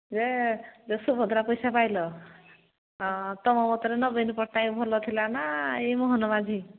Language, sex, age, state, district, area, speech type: Odia, female, 45-60, Odisha, Angul, rural, conversation